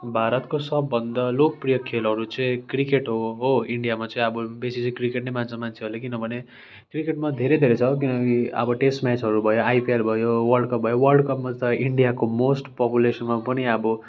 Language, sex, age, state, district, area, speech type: Nepali, male, 18-30, West Bengal, Darjeeling, rural, spontaneous